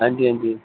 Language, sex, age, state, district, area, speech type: Dogri, male, 30-45, Jammu and Kashmir, Reasi, urban, conversation